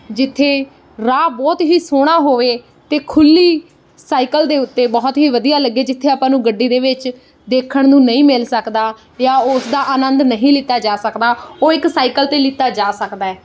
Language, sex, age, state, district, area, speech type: Punjabi, female, 30-45, Punjab, Bathinda, urban, spontaneous